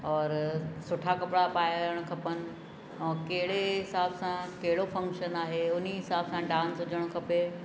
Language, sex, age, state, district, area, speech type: Sindhi, female, 60+, Uttar Pradesh, Lucknow, rural, spontaneous